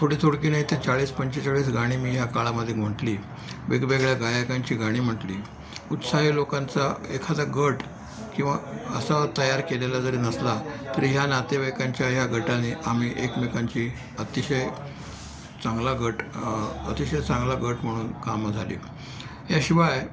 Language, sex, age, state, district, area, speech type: Marathi, male, 60+, Maharashtra, Nashik, urban, spontaneous